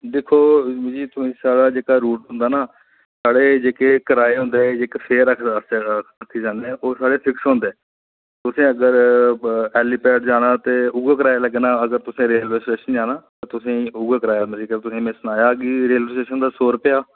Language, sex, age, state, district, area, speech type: Dogri, male, 30-45, Jammu and Kashmir, Reasi, rural, conversation